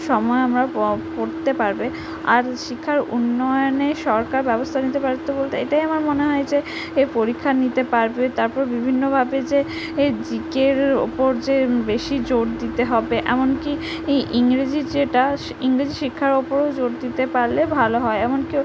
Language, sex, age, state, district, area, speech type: Bengali, female, 30-45, West Bengal, Purba Medinipur, rural, spontaneous